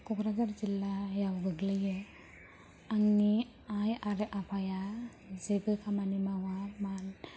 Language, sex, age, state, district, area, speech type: Bodo, female, 18-30, Assam, Kokrajhar, rural, spontaneous